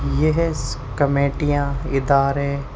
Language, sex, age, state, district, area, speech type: Urdu, male, 18-30, Delhi, Central Delhi, urban, spontaneous